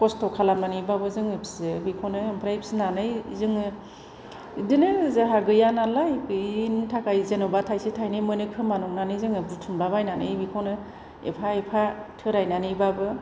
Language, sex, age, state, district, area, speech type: Bodo, female, 45-60, Assam, Chirang, rural, spontaneous